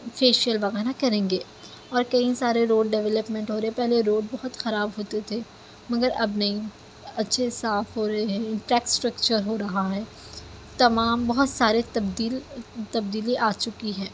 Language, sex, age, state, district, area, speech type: Urdu, female, 18-30, Telangana, Hyderabad, urban, spontaneous